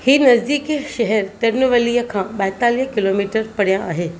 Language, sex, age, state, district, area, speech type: Sindhi, female, 45-60, Maharashtra, Mumbai Suburban, urban, read